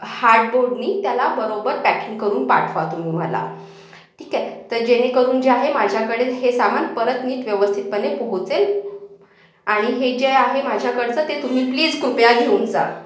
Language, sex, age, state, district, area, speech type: Marathi, female, 18-30, Maharashtra, Akola, urban, spontaneous